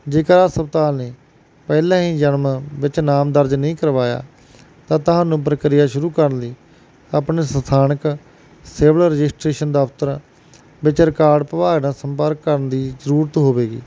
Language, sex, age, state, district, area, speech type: Punjabi, male, 30-45, Punjab, Barnala, urban, spontaneous